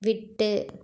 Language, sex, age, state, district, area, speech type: Tamil, female, 18-30, Tamil Nadu, Erode, rural, read